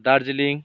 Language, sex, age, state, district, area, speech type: Nepali, male, 30-45, West Bengal, Darjeeling, rural, spontaneous